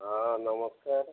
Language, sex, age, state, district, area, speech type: Odia, male, 45-60, Odisha, Koraput, rural, conversation